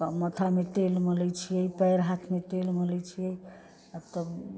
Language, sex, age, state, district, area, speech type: Maithili, female, 60+, Bihar, Sitamarhi, rural, spontaneous